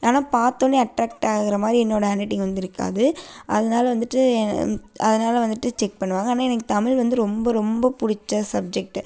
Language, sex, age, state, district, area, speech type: Tamil, female, 18-30, Tamil Nadu, Coimbatore, urban, spontaneous